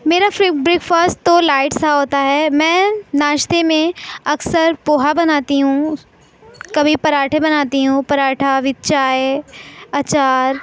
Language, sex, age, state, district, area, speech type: Urdu, female, 18-30, Uttar Pradesh, Mau, urban, spontaneous